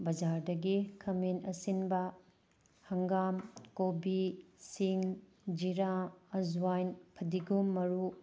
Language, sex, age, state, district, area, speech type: Manipuri, female, 30-45, Manipur, Tengnoupal, rural, spontaneous